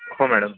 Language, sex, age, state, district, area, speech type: Marathi, male, 45-60, Maharashtra, Yavatmal, urban, conversation